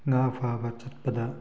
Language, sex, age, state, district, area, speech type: Manipuri, male, 18-30, Manipur, Tengnoupal, rural, spontaneous